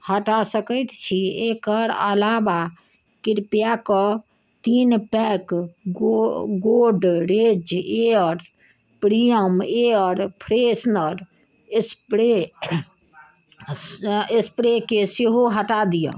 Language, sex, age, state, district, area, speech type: Maithili, female, 60+, Bihar, Sitamarhi, rural, read